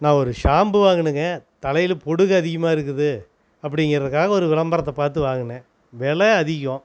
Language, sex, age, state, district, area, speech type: Tamil, male, 45-60, Tamil Nadu, Namakkal, rural, spontaneous